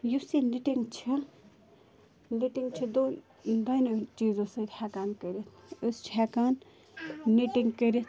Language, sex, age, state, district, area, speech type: Kashmiri, female, 18-30, Jammu and Kashmir, Bandipora, rural, spontaneous